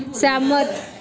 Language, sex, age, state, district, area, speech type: Dogri, female, 18-30, Jammu and Kashmir, Reasi, rural, read